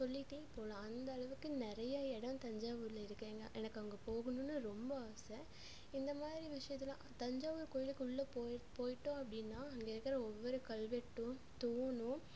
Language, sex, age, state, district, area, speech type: Tamil, female, 18-30, Tamil Nadu, Coimbatore, rural, spontaneous